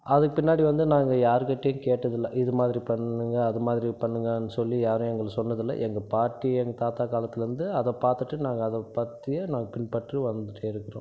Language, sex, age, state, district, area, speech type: Tamil, male, 30-45, Tamil Nadu, Krishnagiri, rural, spontaneous